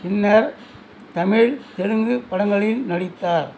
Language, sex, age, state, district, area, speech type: Tamil, male, 60+, Tamil Nadu, Nagapattinam, rural, read